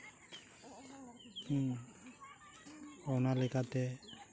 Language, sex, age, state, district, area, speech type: Santali, male, 30-45, West Bengal, Purulia, rural, spontaneous